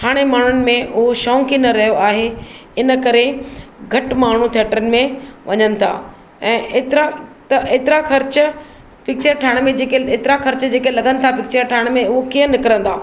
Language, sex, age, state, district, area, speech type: Sindhi, female, 45-60, Maharashtra, Mumbai Suburban, urban, spontaneous